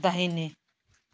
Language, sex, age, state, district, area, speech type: Nepali, female, 60+, West Bengal, Kalimpong, rural, read